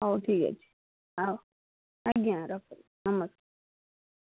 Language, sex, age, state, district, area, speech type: Odia, female, 18-30, Odisha, Bhadrak, rural, conversation